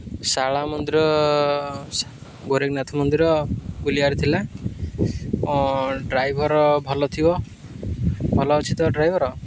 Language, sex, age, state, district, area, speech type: Odia, male, 18-30, Odisha, Jagatsinghpur, rural, spontaneous